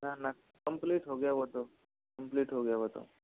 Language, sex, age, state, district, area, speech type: Hindi, male, 30-45, Rajasthan, Jodhpur, rural, conversation